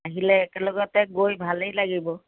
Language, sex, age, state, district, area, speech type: Assamese, female, 60+, Assam, Charaideo, urban, conversation